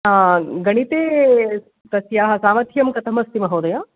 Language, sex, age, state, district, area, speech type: Sanskrit, female, 45-60, Andhra Pradesh, East Godavari, urban, conversation